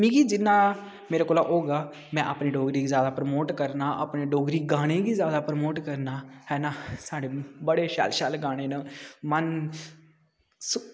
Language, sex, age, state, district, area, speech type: Dogri, male, 18-30, Jammu and Kashmir, Kathua, rural, spontaneous